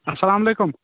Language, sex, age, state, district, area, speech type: Kashmiri, male, 18-30, Jammu and Kashmir, Kulgam, urban, conversation